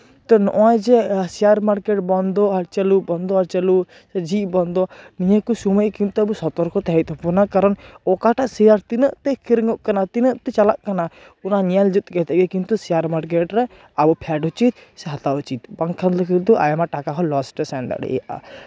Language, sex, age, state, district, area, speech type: Santali, male, 18-30, West Bengal, Purba Bardhaman, rural, spontaneous